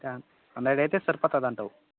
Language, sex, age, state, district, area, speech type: Telugu, male, 18-30, Andhra Pradesh, Eluru, urban, conversation